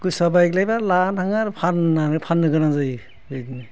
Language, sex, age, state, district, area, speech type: Bodo, male, 60+, Assam, Udalguri, rural, spontaneous